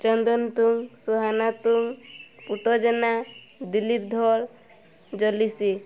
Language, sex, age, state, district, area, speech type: Odia, female, 18-30, Odisha, Mayurbhanj, rural, spontaneous